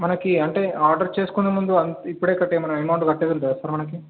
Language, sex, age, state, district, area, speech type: Telugu, male, 18-30, Telangana, Medchal, urban, conversation